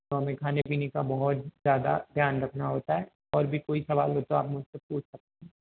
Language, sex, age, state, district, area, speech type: Hindi, male, 18-30, Rajasthan, Jodhpur, urban, conversation